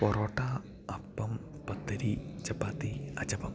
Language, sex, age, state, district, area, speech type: Malayalam, male, 18-30, Kerala, Idukki, rural, spontaneous